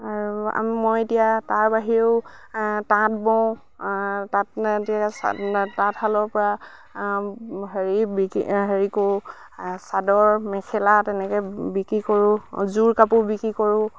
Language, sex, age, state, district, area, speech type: Assamese, female, 60+, Assam, Dibrugarh, rural, spontaneous